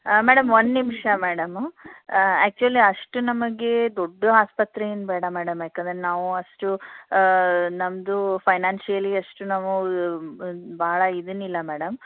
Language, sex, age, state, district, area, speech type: Kannada, female, 30-45, Karnataka, Chikkaballapur, rural, conversation